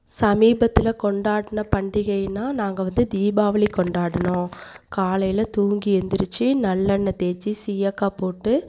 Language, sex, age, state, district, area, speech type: Tamil, female, 30-45, Tamil Nadu, Coimbatore, rural, spontaneous